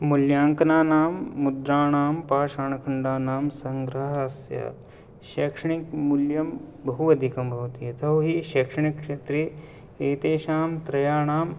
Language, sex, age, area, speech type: Sanskrit, male, 30-45, urban, spontaneous